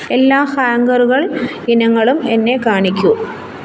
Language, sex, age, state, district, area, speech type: Malayalam, female, 30-45, Kerala, Kollam, rural, read